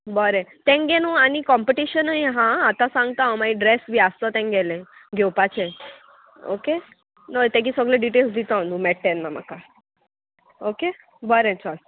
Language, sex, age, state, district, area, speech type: Goan Konkani, female, 18-30, Goa, Salcete, rural, conversation